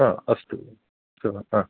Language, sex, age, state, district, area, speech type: Sanskrit, male, 30-45, Kerala, Ernakulam, rural, conversation